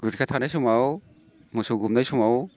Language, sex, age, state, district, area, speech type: Bodo, male, 45-60, Assam, Baksa, urban, spontaneous